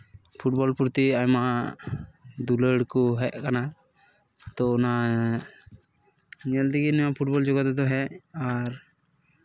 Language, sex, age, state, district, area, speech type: Santali, male, 18-30, West Bengal, Purba Bardhaman, rural, spontaneous